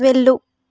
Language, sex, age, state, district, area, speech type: Telugu, female, 18-30, Telangana, Hyderabad, rural, read